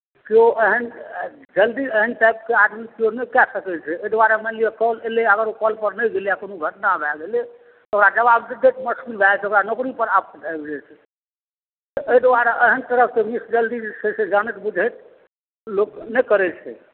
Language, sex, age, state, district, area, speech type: Maithili, male, 45-60, Bihar, Supaul, rural, conversation